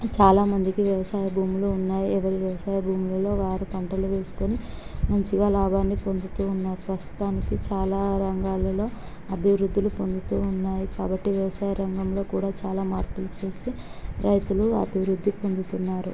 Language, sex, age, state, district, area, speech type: Telugu, female, 18-30, Andhra Pradesh, Visakhapatnam, urban, spontaneous